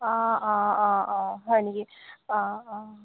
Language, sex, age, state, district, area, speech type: Assamese, female, 18-30, Assam, Golaghat, urban, conversation